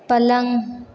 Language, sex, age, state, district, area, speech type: Hindi, female, 45-60, Uttar Pradesh, Sonbhadra, rural, read